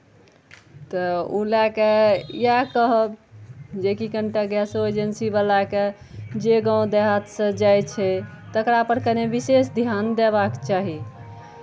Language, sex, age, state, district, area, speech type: Maithili, female, 45-60, Bihar, Araria, rural, spontaneous